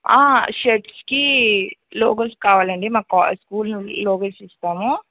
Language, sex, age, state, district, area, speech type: Telugu, female, 18-30, Andhra Pradesh, Krishna, urban, conversation